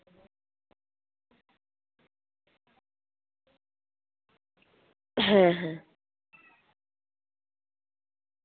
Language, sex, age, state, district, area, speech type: Santali, female, 30-45, West Bengal, Paschim Bardhaman, urban, conversation